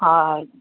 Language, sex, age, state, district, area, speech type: Sindhi, female, 60+, Uttar Pradesh, Lucknow, urban, conversation